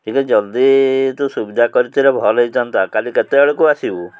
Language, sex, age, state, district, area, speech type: Odia, male, 45-60, Odisha, Mayurbhanj, rural, spontaneous